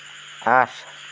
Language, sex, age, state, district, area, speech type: Assamese, male, 30-45, Assam, Lakhimpur, rural, read